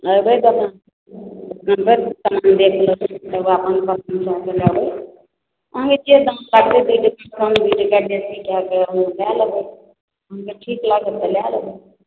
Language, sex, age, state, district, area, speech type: Maithili, female, 18-30, Bihar, Araria, rural, conversation